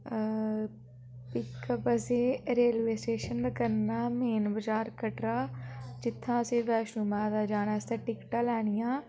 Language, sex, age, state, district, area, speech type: Dogri, female, 30-45, Jammu and Kashmir, Udhampur, rural, spontaneous